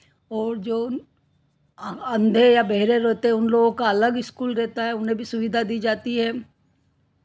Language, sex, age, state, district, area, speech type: Hindi, female, 60+, Madhya Pradesh, Ujjain, urban, spontaneous